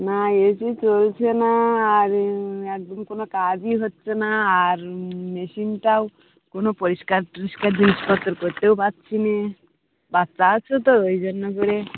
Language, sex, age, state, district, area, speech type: Bengali, female, 30-45, West Bengal, Birbhum, urban, conversation